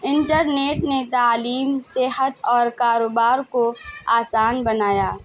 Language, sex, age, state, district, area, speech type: Urdu, female, 18-30, Bihar, Madhubani, urban, spontaneous